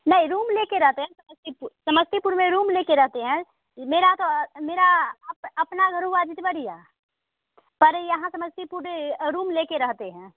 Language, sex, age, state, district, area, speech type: Hindi, female, 18-30, Bihar, Samastipur, urban, conversation